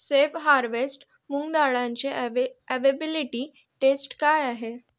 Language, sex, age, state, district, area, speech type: Marathi, female, 18-30, Maharashtra, Yavatmal, urban, read